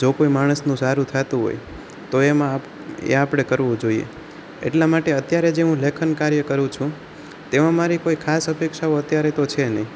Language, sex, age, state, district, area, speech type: Gujarati, male, 18-30, Gujarat, Rajkot, rural, spontaneous